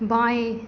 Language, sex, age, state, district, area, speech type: Hindi, female, 18-30, Madhya Pradesh, Narsinghpur, rural, read